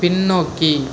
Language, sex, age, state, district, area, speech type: Tamil, male, 30-45, Tamil Nadu, Ariyalur, rural, read